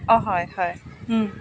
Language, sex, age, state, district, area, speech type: Assamese, female, 30-45, Assam, Dibrugarh, urban, spontaneous